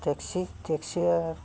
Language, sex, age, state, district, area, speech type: Assamese, male, 60+, Assam, Udalguri, rural, spontaneous